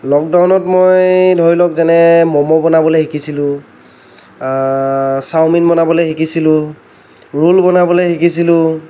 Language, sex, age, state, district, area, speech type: Assamese, male, 45-60, Assam, Lakhimpur, rural, spontaneous